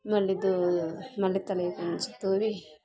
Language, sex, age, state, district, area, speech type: Tamil, female, 30-45, Tamil Nadu, Dharmapuri, rural, spontaneous